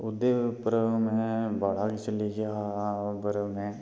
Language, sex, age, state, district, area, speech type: Dogri, male, 30-45, Jammu and Kashmir, Kathua, rural, spontaneous